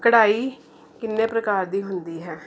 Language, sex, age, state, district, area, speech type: Punjabi, female, 30-45, Punjab, Jalandhar, urban, spontaneous